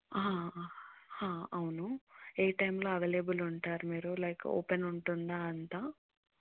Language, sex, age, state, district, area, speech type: Telugu, female, 18-30, Telangana, Hyderabad, urban, conversation